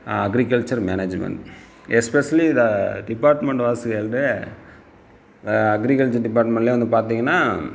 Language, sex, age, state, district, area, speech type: Tamil, male, 60+, Tamil Nadu, Sivaganga, urban, spontaneous